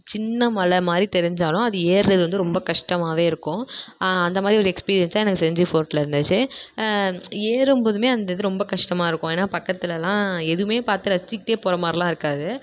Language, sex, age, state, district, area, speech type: Tamil, female, 18-30, Tamil Nadu, Nagapattinam, rural, spontaneous